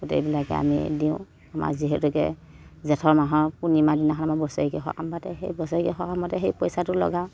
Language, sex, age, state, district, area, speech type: Assamese, female, 60+, Assam, Morigaon, rural, spontaneous